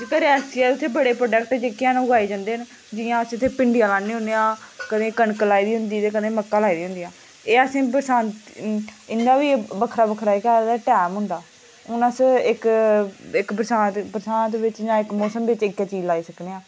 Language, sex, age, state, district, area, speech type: Dogri, female, 18-30, Jammu and Kashmir, Reasi, rural, spontaneous